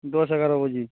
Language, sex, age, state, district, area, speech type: Odia, male, 45-60, Odisha, Nuapada, urban, conversation